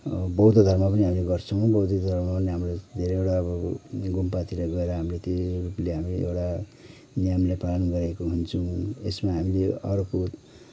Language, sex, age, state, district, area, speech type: Nepali, male, 60+, West Bengal, Kalimpong, rural, spontaneous